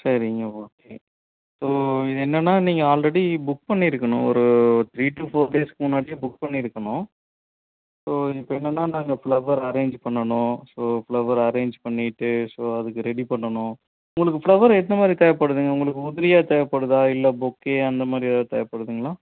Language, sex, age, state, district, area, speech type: Tamil, male, 30-45, Tamil Nadu, Erode, rural, conversation